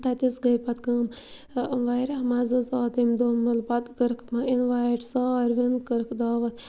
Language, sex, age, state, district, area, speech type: Kashmiri, female, 18-30, Jammu and Kashmir, Bandipora, rural, spontaneous